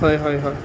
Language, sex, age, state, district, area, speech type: Assamese, male, 18-30, Assam, Nalbari, rural, spontaneous